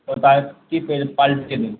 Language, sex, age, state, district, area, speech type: Bengali, male, 18-30, West Bengal, Uttar Dinajpur, rural, conversation